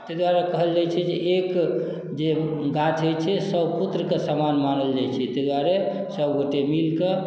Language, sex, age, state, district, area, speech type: Maithili, male, 45-60, Bihar, Madhubani, rural, spontaneous